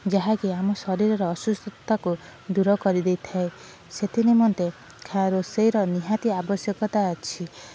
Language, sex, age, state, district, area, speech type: Odia, female, 18-30, Odisha, Kendrapara, urban, spontaneous